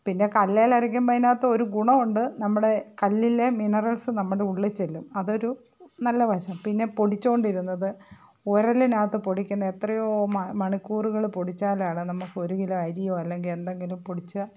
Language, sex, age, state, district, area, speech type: Malayalam, female, 45-60, Kerala, Thiruvananthapuram, urban, spontaneous